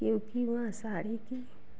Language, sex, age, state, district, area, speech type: Hindi, female, 30-45, Uttar Pradesh, Jaunpur, rural, spontaneous